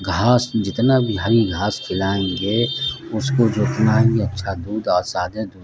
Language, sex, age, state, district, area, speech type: Urdu, male, 45-60, Bihar, Madhubani, rural, spontaneous